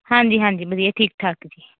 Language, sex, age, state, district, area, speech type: Punjabi, female, 30-45, Punjab, Barnala, urban, conversation